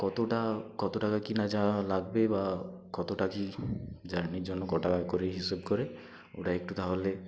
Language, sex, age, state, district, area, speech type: Bengali, male, 60+, West Bengal, Purba Medinipur, rural, spontaneous